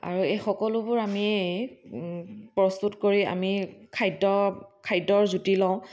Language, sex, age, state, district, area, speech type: Assamese, female, 30-45, Assam, Dhemaji, rural, spontaneous